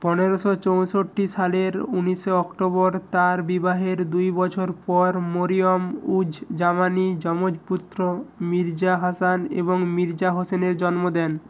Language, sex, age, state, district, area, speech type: Bengali, male, 45-60, West Bengal, Nadia, rural, read